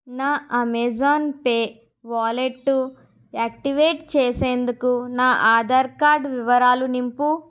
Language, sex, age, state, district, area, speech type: Telugu, female, 30-45, Andhra Pradesh, Kakinada, rural, read